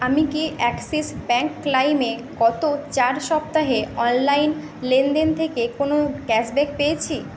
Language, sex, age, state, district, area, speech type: Bengali, female, 18-30, West Bengal, Paschim Medinipur, rural, read